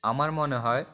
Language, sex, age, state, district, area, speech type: Bengali, male, 18-30, West Bengal, Uttar Dinajpur, urban, spontaneous